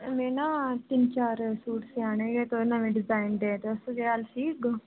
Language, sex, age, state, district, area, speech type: Dogri, female, 18-30, Jammu and Kashmir, Reasi, rural, conversation